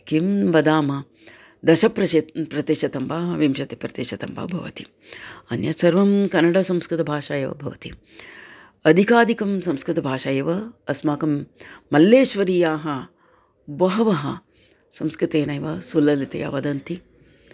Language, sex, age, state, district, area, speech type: Sanskrit, female, 60+, Karnataka, Bangalore Urban, urban, spontaneous